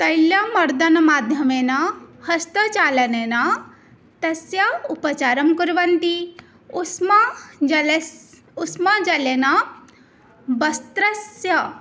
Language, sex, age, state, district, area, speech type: Sanskrit, female, 18-30, Odisha, Cuttack, rural, spontaneous